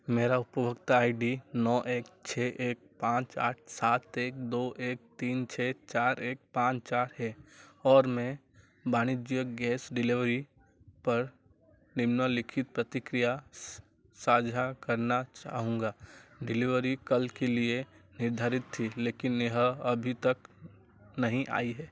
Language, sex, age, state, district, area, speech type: Hindi, male, 45-60, Madhya Pradesh, Chhindwara, rural, read